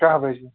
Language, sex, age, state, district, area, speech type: Kashmiri, male, 18-30, Jammu and Kashmir, Baramulla, rural, conversation